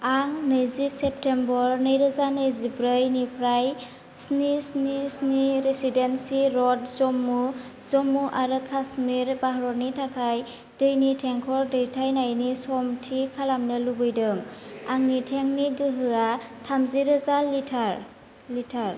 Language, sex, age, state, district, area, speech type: Bodo, female, 18-30, Assam, Kokrajhar, urban, read